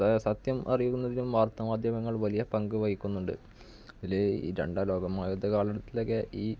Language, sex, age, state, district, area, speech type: Malayalam, male, 18-30, Kerala, Malappuram, rural, spontaneous